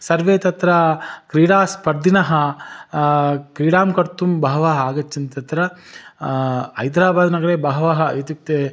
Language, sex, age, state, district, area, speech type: Sanskrit, male, 30-45, Telangana, Hyderabad, urban, spontaneous